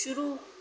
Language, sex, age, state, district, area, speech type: Hindi, female, 30-45, Madhya Pradesh, Chhindwara, urban, read